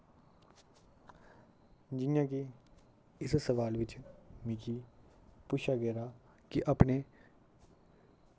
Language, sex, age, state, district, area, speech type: Dogri, male, 18-30, Jammu and Kashmir, Kathua, rural, spontaneous